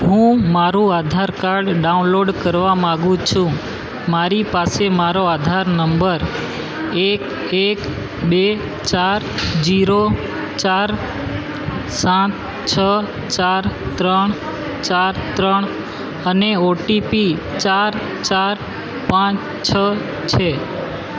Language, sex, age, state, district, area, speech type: Gujarati, male, 18-30, Gujarat, Valsad, rural, read